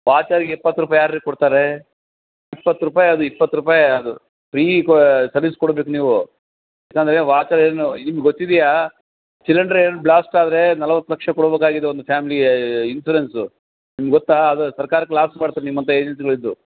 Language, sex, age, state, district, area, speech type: Kannada, male, 60+, Karnataka, Bellary, rural, conversation